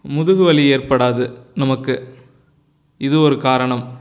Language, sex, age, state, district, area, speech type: Tamil, male, 18-30, Tamil Nadu, Tiruchirappalli, rural, spontaneous